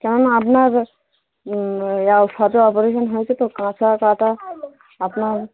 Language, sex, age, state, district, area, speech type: Bengali, female, 18-30, West Bengal, Dakshin Dinajpur, urban, conversation